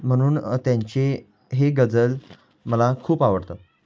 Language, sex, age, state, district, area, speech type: Marathi, male, 18-30, Maharashtra, Kolhapur, urban, spontaneous